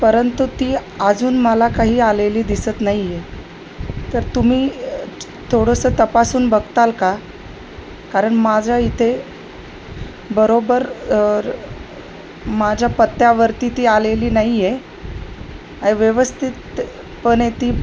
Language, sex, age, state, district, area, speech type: Marathi, female, 30-45, Maharashtra, Osmanabad, rural, spontaneous